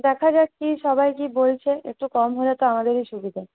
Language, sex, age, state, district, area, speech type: Bengali, female, 30-45, West Bengal, Purulia, urban, conversation